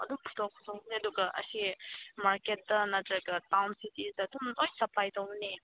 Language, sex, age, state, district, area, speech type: Manipuri, female, 18-30, Manipur, Senapati, urban, conversation